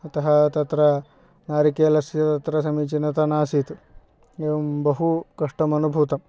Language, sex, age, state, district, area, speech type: Sanskrit, male, 60+, Karnataka, Shimoga, rural, spontaneous